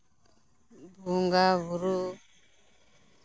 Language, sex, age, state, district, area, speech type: Santali, female, 45-60, West Bengal, Bankura, rural, spontaneous